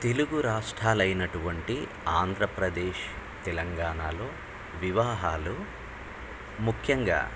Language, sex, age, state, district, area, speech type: Telugu, male, 45-60, Andhra Pradesh, Nellore, urban, spontaneous